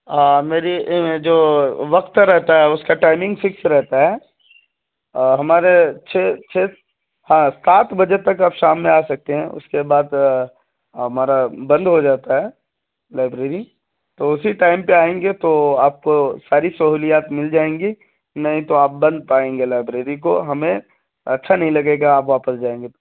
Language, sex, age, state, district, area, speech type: Urdu, male, 18-30, Bihar, Purnia, rural, conversation